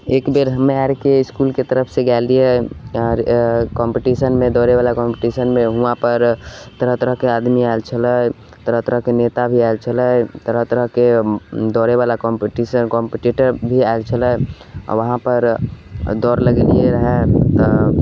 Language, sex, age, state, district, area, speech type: Maithili, male, 18-30, Bihar, Samastipur, urban, spontaneous